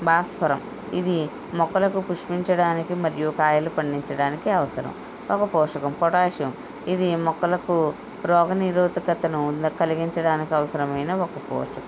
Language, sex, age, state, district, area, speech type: Telugu, female, 18-30, Andhra Pradesh, Konaseema, rural, spontaneous